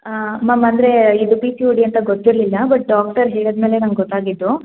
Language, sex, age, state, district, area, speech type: Kannada, female, 18-30, Karnataka, Hassan, urban, conversation